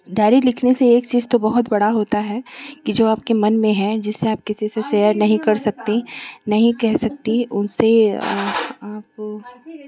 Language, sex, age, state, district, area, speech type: Hindi, female, 30-45, Uttar Pradesh, Chandauli, urban, spontaneous